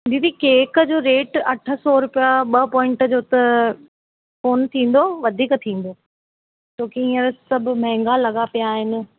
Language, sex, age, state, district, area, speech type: Sindhi, female, 18-30, Rajasthan, Ajmer, urban, conversation